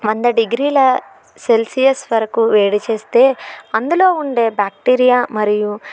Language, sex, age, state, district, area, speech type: Telugu, female, 30-45, Andhra Pradesh, Eluru, rural, spontaneous